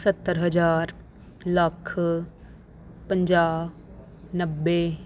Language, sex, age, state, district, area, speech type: Punjabi, female, 18-30, Punjab, Rupnagar, urban, spontaneous